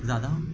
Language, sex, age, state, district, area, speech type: Urdu, male, 18-30, Uttar Pradesh, Azamgarh, rural, spontaneous